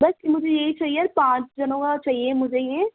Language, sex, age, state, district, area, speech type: Urdu, female, 18-30, Uttar Pradesh, Ghaziabad, urban, conversation